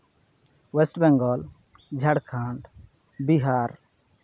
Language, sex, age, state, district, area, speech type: Santali, male, 30-45, West Bengal, Malda, rural, spontaneous